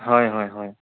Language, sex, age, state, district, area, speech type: Assamese, male, 30-45, Assam, Goalpara, urban, conversation